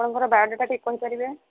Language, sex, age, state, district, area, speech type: Odia, female, 18-30, Odisha, Sambalpur, rural, conversation